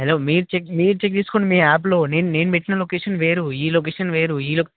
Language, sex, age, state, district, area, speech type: Telugu, male, 18-30, Telangana, Mahbubnagar, rural, conversation